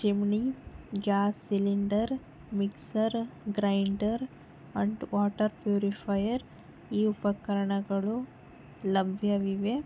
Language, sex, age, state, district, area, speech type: Kannada, female, 18-30, Karnataka, Chitradurga, urban, spontaneous